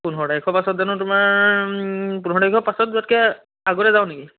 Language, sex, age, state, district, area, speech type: Assamese, male, 18-30, Assam, Biswanath, rural, conversation